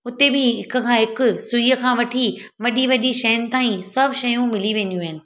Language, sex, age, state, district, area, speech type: Sindhi, female, 30-45, Gujarat, Surat, urban, spontaneous